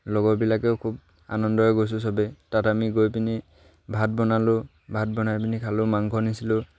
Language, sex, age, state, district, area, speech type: Assamese, male, 18-30, Assam, Sivasagar, rural, spontaneous